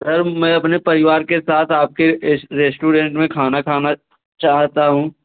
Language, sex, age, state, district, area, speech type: Hindi, male, 18-30, Uttar Pradesh, Jaunpur, rural, conversation